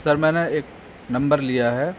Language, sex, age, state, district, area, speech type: Urdu, male, 45-60, Delhi, North East Delhi, urban, spontaneous